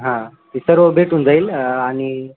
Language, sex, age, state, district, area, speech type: Marathi, male, 18-30, Maharashtra, Beed, rural, conversation